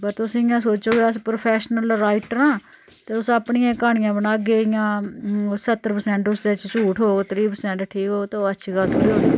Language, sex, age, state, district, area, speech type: Dogri, female, 45-60, Jammu and Kashmir, Udhampur, rural, spontaneous